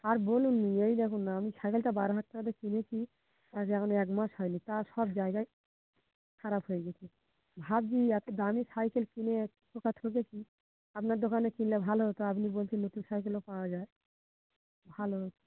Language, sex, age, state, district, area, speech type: Bengali, female, 45-60, West Bengal, Dakshin Dinajpur, urban, conversation